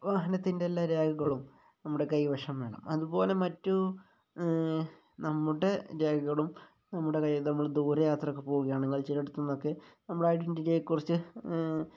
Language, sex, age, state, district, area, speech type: Malayalam, male, 30-45, Kerala, Kozhikode, rural, spontaneous